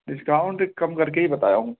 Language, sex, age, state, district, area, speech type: Urdu, male, 18-30, Delhi, East Delhi, urban, conversation